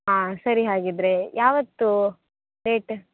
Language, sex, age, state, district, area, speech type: Kannada, female, 18-30, Karnataka, Dakshina Kannada, rural, conversation